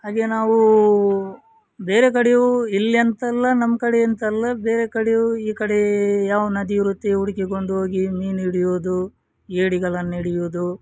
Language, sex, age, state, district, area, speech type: Kannada, male, 30-45, Karnataka, Udupi, rural, spontaneous